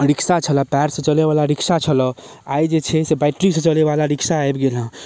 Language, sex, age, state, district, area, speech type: Maithili, male, 18-30, Bihar, Darbhanga, rural, spontaneous